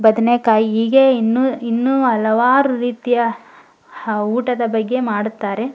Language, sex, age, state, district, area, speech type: Kannada, female, 18-30, Karnataka, Koppal, rural, spontaneous